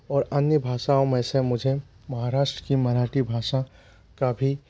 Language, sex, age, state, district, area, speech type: Hindi, male, 45-60, Madhya Pradesh, Bhopal, urban, spontaneous